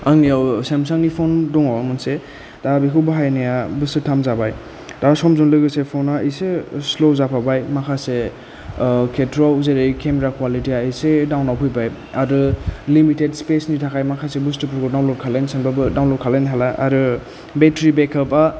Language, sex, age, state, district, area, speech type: Bodo, male, 30-45, Assam, Kokrajhar, rural, spontaneous